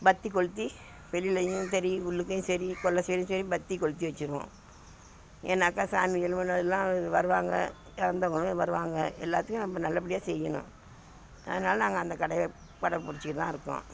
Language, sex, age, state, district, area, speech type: Tamil, female, 60+, Tamil Nadu, Thanjavur, rural, spontaneous